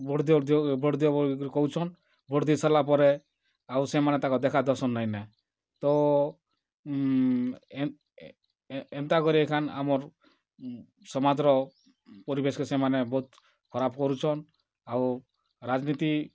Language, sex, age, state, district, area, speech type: Odia, male, 45-60, Odisha, Kalahandi, rural, spontaneous